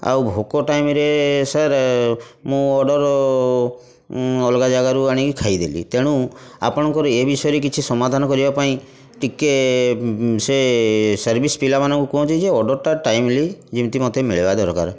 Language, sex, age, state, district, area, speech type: Odia, male, 45-60, Odisha, Mayurbhanj, rural, spontaneous